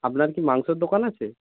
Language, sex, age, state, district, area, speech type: Bengali, male, 18-30, West Bengal, Purba Medinipur, rural, conversation